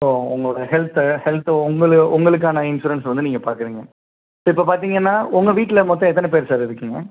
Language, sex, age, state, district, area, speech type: Tamil, male, 18-30, Tamil Nadu, Pudukkottai, rural, conversation